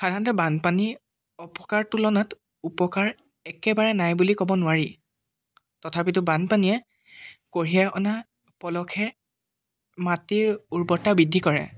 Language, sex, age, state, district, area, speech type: Assamese, male, 18-30, Assam, Jorhat, urban, spontaneous